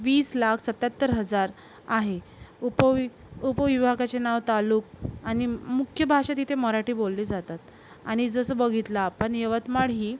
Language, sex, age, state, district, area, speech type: Marathi, female, 45-60, Maharashtra, Yavatmal, urban, spontaneous